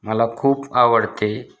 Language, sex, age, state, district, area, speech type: Marathi, male, 45-60, Maharashtra, Osmanabad, rural, spontaneous